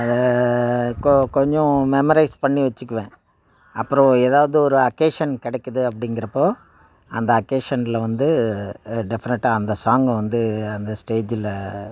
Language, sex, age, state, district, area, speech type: Tamil, male, 60+, Tamil Nadu, Thanjavur, rural, spontaneous